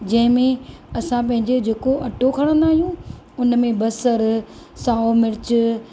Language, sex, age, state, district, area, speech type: Sindhi, female, 30-45, Maharashtra, Thane, urban, spontaneous